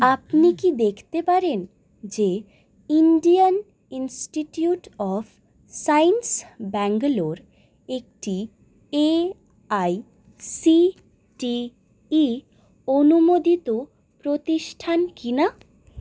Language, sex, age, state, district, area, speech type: Bengali, female, 18-30, West Bengal, Howrah, urban, read